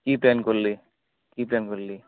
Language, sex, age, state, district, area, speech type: Assamese, male, 18-30, Assam, Barpeta, rural, conversation